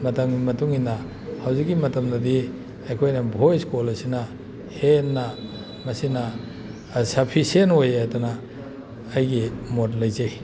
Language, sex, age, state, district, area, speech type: Manipuri, male, 60+, Manipur, Thoubal, rural, spontaneous